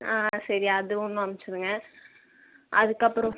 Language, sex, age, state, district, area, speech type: Tamil, female, 18-30, Tamil Nadu, Viluppuram, rural, conversation